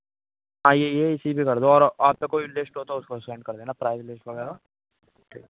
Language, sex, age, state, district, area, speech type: Hindi, male, 18-30, Rajasthan, Bharatpur, urban, conversation